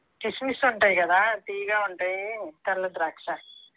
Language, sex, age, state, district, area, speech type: Telugu, female, 60+, Andhra Pradesh, Eluru, rural, conversation